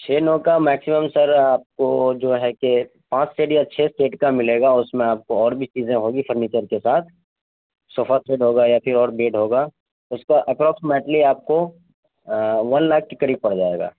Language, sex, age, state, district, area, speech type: Urdu, male, 18-30, Bihar, Araria, rural, conversation